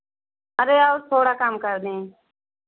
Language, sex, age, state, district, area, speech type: Hindi, female, 45-60, Uttar Pradesh, Pratapgarh, rural, conversation